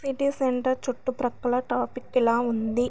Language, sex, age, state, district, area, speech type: Telugu, female, 18-30, Andhra Pradesh, Visakhapatnam, urban, read